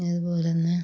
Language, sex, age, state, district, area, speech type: Malayalam, female, 45-60, Kerala, Kasaragod, rural, spontaneous